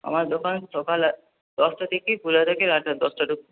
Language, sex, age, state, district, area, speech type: Bengali, male, 18-30, West Bengal, Purulia, urban, conversation